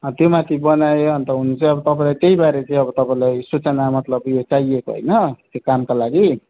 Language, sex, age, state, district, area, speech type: Nepali, male, 18-30, West Bengal, Darjeeling, rural, conversation